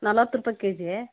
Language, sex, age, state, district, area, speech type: Kannada, female, 45-60, Karnataka, Gadag, rural, conversation